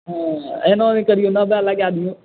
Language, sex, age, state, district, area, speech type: Maithili, male, 30-45, Bihar, Saharsa, rural, conversation